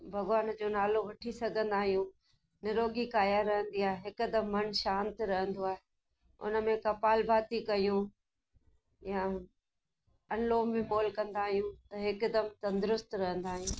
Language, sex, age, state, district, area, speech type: Sindhi, female, 60+, Gujarat, Kutch, urban, spontaneous